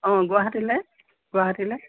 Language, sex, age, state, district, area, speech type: Assamese, female, 60+, Assam, Tinsukia, rural, conversation